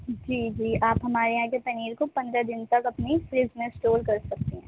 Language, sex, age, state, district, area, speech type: Urdu, female, 18-30, Delhi, North East Delhi, urban, conversation